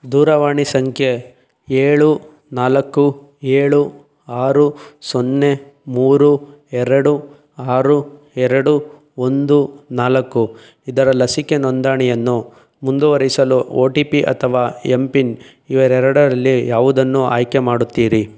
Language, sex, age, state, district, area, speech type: Kannada, male, 18-30, Karnataka, Chikkaballapur, rural, read